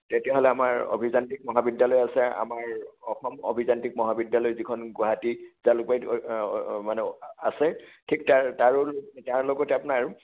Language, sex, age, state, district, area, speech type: Assamese, male, 60+, Assam, Kamrup Metropolitan, urban, conversation